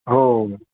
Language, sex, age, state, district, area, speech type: Marathi, male, 60+, Maharashtra, Thane, rural, conversation